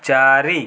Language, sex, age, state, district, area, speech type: Odia, male, 30-45, Odisha, Rayagada, urban, read